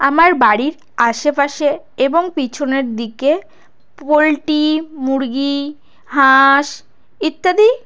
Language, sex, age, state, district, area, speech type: Bengali, female, 30-45, West Bengal, South 24 Parganas, rural, spontaneous